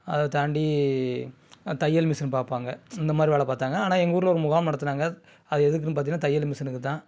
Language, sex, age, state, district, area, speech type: Tamil, male, 30-45, Tamil Nadu, Kanyakumari, urban, spontaneous